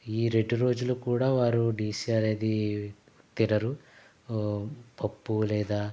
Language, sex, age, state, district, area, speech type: Telugu, male, 30-45, Andhra Pradesh, Konaseema, rural, spontaneous